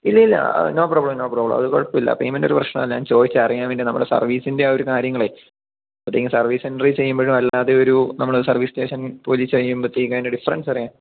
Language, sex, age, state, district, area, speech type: Malayalam, male, 18-30, Kerala, Idukki, rural, conversation